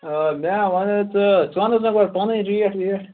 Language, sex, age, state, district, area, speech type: Kashmiri, male, 18-30, Jammu and Kashmir, Ganderbal, rural, conversation